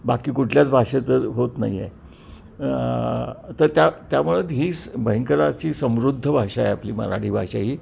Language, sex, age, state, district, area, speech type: Marathi, male, 60+, Maharashtra, Kolhapur, urban, spontaneous